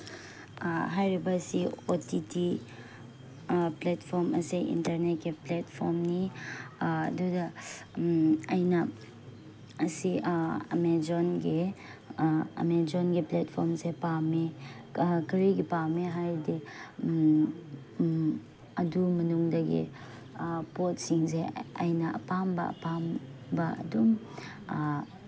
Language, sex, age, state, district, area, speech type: Manipuri, female, 18-30, Manipur, Chandel, rural, spontaneous